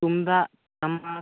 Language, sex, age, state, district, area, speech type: Santali, male, 18-30, West Bengal, Bankura, rural, conversation